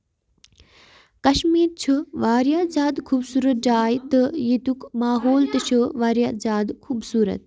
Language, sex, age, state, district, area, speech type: Kashmiri, female, 18-30, Jammu and Kashmir, Baramulla, rural, spontaneous